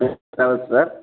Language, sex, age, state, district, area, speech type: Tamil, male, 45-60, Tamil Nadu, Tenkasi, rural, conversation